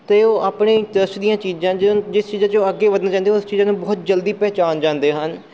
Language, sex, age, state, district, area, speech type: Punjabi, male, 30-45, Punjab, Amritsar, urban, spontaneous